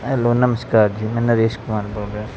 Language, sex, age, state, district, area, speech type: Punjabi, male, 30-45, Punjab, Pathankot, urban, spontaneous